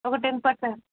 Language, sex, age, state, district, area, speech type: Telugu, female, 18-30, Telangana, Hyderabad, urban, conversation